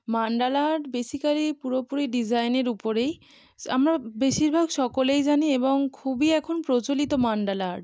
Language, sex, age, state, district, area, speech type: Bengali, female, 18-30, West Bengal, North 24 Parganas, urban, spontaneous